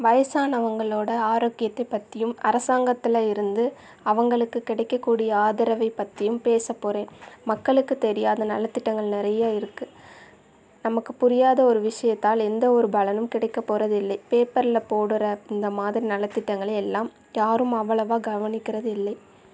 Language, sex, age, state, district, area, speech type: Tamil, female, 18-30, Tamil Nadu, Tiruvallur, urban, read